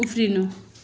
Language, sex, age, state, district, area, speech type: Nepali, female, 45-60, West Bengal, Jalpaiguri, rural, read